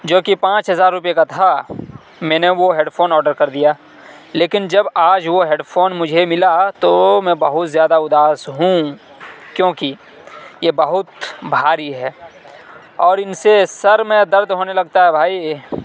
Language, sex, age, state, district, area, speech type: Urdu, male, 45-60, Uttar Pradesh, Aligarh, rural, spontaneous